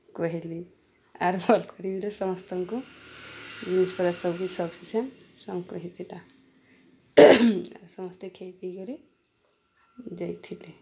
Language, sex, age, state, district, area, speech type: Odia, female, 45-60, Odisha, Balangir, urban, spontaneous